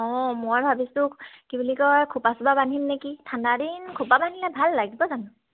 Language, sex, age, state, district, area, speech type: Assamese, female, 18-30, Assam, Dhemaji, urban, conversation